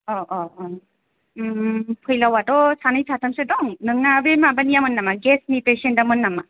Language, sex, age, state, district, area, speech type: Bodo, female, 18-30, Assam, Kokrajhar, rural, conversation